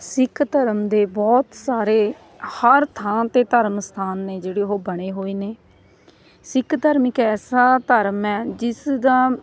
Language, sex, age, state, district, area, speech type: Punjabi, female, 30-45, Punjab, Patiala, urban, spontaneous